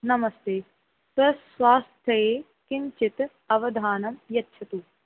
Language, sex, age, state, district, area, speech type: Sanskrit, female, 18-30, Rajasthan, Jaipur, urban, conversation